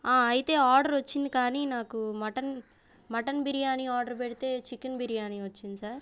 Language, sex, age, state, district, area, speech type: Telugu, female, 18-30, Andhra Pradesh, Bapatla, urban, spontaneous